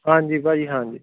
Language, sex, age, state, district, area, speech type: Punjabi, male, 30-45, Punjab, Kapurthala, urban, conversation